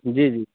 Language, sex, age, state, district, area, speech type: Maithili, male, 45-60, Bihar, Saharsa, urban, conversation